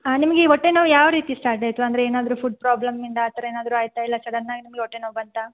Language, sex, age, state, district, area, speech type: Kannada, female, 30-45, Karnataka, Bangalore Urban, rural, conversation